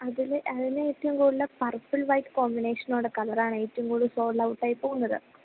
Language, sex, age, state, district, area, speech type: Malayalam, female, 18-30, Kerala, Idukki, rural, conversation